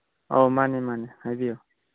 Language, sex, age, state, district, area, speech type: Manipuri, male, 18-30, Manipur, Churachandpur, rural, conversation